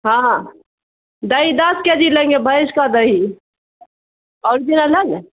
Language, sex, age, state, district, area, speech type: Urdu, female, 45-60, Bihar, Khagaria, rural, conversation